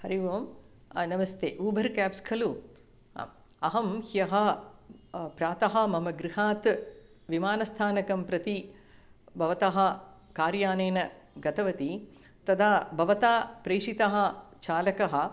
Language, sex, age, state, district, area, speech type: Sanskrit, female, 45-60, Tamil Nadu, Chennai, urban, spontaneous